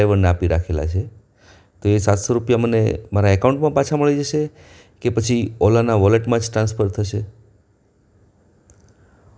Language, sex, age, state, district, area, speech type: Gujarati, male, 45-60, Gujarat, Anand, urban, spontaneous